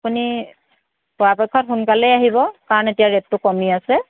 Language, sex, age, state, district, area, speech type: Assamese, female, 45-60, Assam, Lakhimpur, rural, conversation